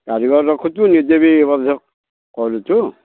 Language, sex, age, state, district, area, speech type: Odia, male, 60+, Odisha, Gajapati, rural, conversation